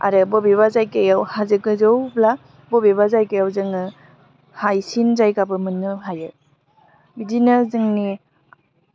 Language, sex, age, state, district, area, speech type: Bodo, female, 18-30, Assam, Udalguri, rural, spontaneous